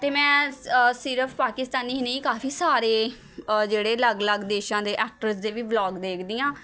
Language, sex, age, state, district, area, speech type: Punjabi, female, 18-30, Punjab, Patiala, urban, spontaneous